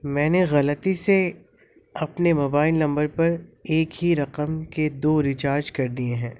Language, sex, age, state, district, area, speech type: Urdu, male, 18-30, Delhi, North East Delhi, urban, spontaneous